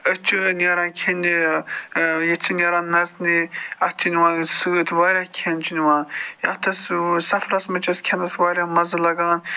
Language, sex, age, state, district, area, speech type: Kashmiri, male, 45-60, Jammu and Kashmir, Budgam, urban, spontaneous